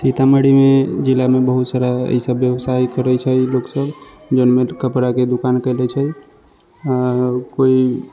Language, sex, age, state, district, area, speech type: Maithili, male, 45-60, Bihar, Sitamarhi, rural, spontaneous